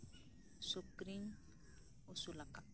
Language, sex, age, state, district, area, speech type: Santali, female, 30-45, West Bengal, Birbhum, rural, spontaneous